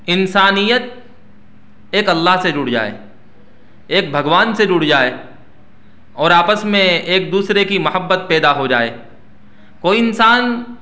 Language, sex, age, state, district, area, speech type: Urdu, male, 30-45, Uttar Pradesh, Saharanpur, urban, spontaneous